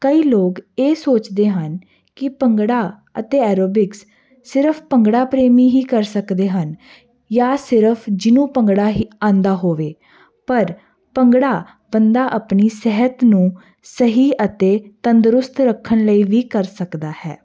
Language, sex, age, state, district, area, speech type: Punjabi, female, 18-30, Punjab, Hoshiarpur, urban, spontaneous